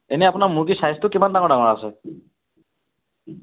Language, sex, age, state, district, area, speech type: Assamese, male, 30-45, Assam, Lakhimpur, urban, conversation